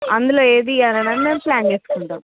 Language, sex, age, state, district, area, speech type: Telugu, female, 18-30, Andhra Pradesh, Srikakulam, urban, conversation